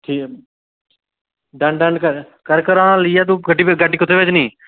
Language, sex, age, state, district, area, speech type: Dogri, male, 18-30, Jammu and Kashmir, Reasi, urban, conversation